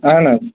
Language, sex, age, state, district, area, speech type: Kashmiri, male, 30-45, Jammu and Kashmir, Shopian, rural, conversation